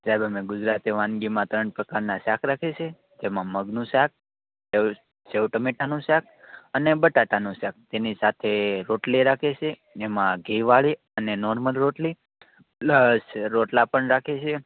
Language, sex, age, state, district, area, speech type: Gujarati, male, 30-45, Gujarat, Rajkot, urban, conversation